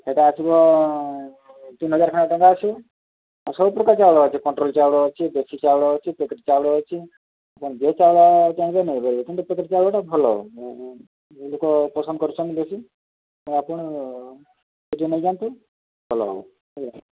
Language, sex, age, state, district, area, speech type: Odia, male, 30-45, Odisha, Mayurbhanj, rural, conversation